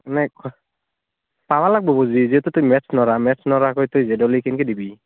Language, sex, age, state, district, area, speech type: Assamese, male, 18-30, Assam, Barpeta, rural, conversation